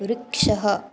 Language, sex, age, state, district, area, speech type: Sanskrit, female, 18-30, Maharashtra, Nagpur, urban, read